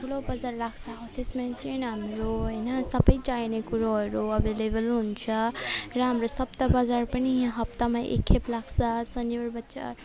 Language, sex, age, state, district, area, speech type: Nepali, female, 30-45, West Bengal, Alipurduar, urban, spontaneous